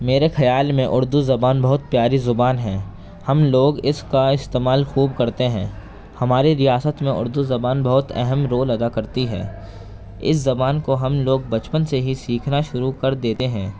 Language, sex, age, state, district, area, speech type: Urdu, male, 18-30, Delhi, East Delhi, urban, spontaneous